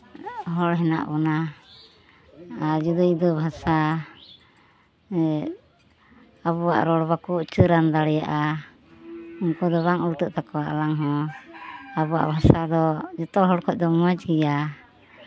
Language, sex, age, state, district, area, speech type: Santali, female, 45-60, West Bengal, Uttar Dinajpur, rural, spontaneous